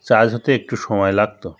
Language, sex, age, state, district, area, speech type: Bengali, male, 45-60, West Bengal, Bankura, urban, spontaneous